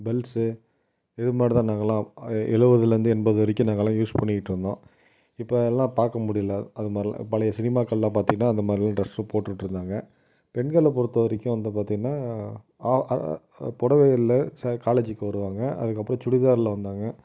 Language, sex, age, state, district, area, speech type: Tamil, male, 45-60, Tamil Nadu, Tiruvarur, rural, spontaneous